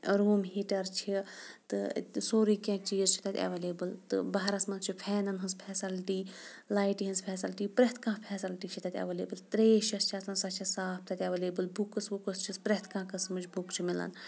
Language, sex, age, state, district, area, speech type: Kashmiri, female, 30-45, Jammu and Kashmir, Kulgam, rural, spontaneous